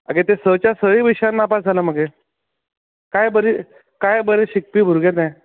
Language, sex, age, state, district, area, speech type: Goan Konkani, male, 45-60, Goa, Bardez, rural, conversation